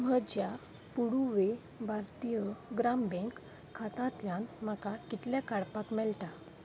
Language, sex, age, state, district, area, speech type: Goan Konkani, female, 18-30, Goa, Salcete, rural, read